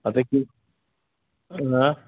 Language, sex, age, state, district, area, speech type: Kannada, male, 60+, Karnataka, Gulbarga, urban, conversation